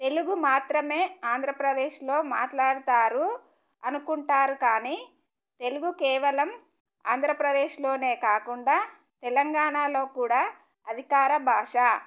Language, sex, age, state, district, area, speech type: Telugu, female, 30-45, Telangana, Warangal, rural, spontaneous